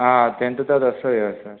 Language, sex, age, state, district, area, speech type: Telugu, male, 18-30, Telangana, Siddipet, urban, conversation